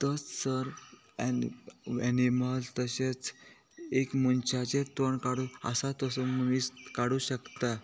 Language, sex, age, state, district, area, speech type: Goan Konkani, male, 30-45, Goa, Quepem, rural, spontaneous